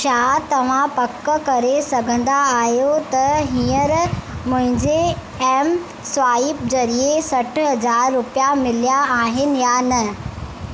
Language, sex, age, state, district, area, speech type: Sindhi, female, 18-30, Madhya Pradesh, Katni, rural, read